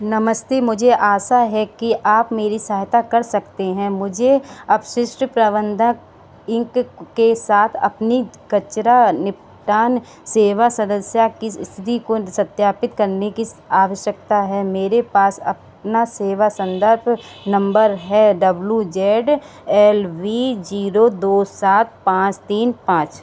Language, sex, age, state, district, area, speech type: Hindi, female, 45-60, Uttar Pradesh, Sitapur, rural, read